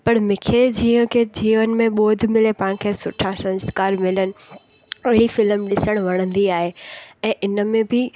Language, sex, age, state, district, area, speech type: Sindhi, female, 18-30, Gujarat, Junagadh, rural, spontaneous